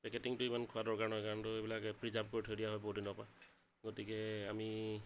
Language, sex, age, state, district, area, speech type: Assamese, male, 30-45, Assam, Darrang, rural, spontaneous